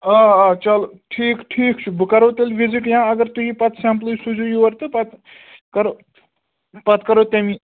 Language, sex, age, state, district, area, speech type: Kashmiri, male, 18-30, Jammu and Kashmir, Ganderbal, rural, conversation